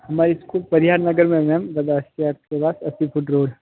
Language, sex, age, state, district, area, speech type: Hindi, male, 18-30, Rajasthan, Jodhpur, urban, conversation